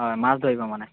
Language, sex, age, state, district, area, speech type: Assamese, male, 18-30, Assam, Majuli, urban, conversation